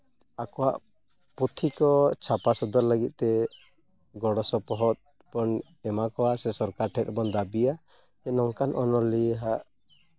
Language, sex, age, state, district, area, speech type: Santali, male, 30-45, Jharkhand, East Singhbhum, rural, spontaneous